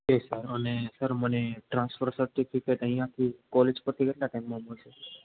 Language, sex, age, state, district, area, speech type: Gujarati, male, 18-30, Gujarat, Ahmedabad, rural, conversation